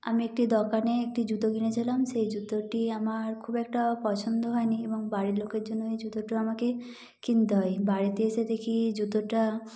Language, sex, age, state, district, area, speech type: Bengali, female, 18-30, West Bengal, Nadia, rural, spontaneous